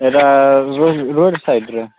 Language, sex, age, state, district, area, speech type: Odia, male, 18-30, Odisha, Subarnapur, urban, conversation